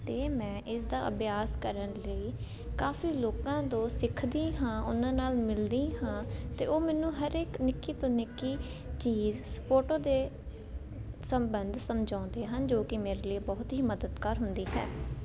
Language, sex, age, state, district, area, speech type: Punjabi, female, 18-30, Punjab, Jalandhar, urban, spontaneous